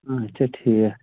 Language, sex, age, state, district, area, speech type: Kashmiri, male, 30-45, Jammu and Kashmir, Pulwama, urban, conversation